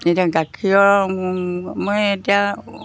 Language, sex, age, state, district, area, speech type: Assamese, female, 60+, Assam, Golaghat, rural, spontaneous